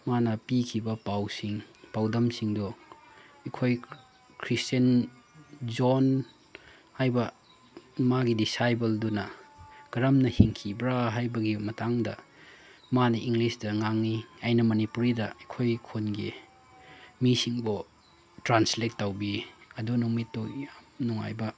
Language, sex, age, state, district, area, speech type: Manipuri, male, 30-45, Manipur, Chandel, rural, spontaneous